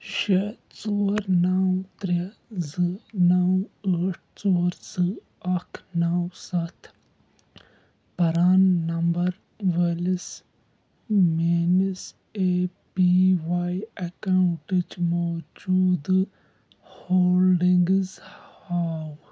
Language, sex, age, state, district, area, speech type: Kashmiri, male, 30-45, Jammu and Kashmir, Shopian, rural, read